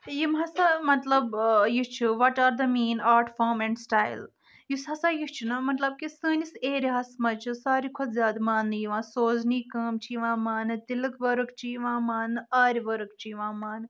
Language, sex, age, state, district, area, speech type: Kashmiri, male, 18-30, Jammu and Kashmir, Budgam, rural, spontaneous